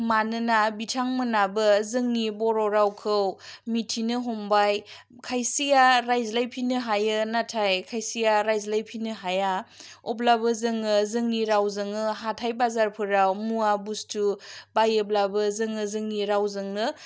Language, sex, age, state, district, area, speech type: Bodo, female, 30-45, Assam, Chirang, rural, spontaneous